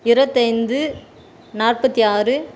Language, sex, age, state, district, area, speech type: Tamil, female, 30-45, Tamil Nadu, Tiruvannamalai, rural, spontaneous